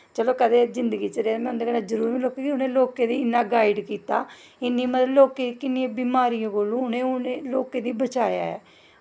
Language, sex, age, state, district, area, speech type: Dogri, female, 30-45, Jammu and Kashmir, Jammu, rural, spontaneous